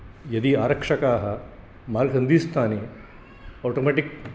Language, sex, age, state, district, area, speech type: Sanskrit, male, 60+, Karnataka, Dharwad, rural, spontaneous